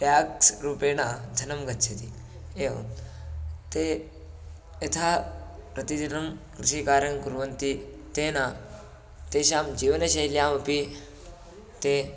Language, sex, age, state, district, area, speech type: Sanskrit, male, 18-30, Karnataka, Bidar, rural, spontaneous